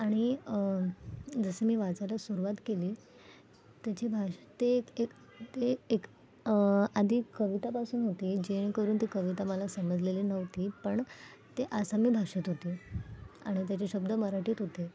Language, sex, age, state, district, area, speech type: Marathi, female, 18-30, Maharashtra, Mumbai Suburban, urban, spontaneous